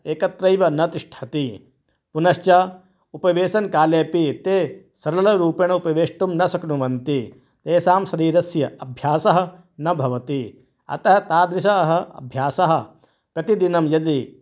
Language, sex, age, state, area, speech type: Sanskrit, male, 30-45, Maharashtra, urban, spontaneous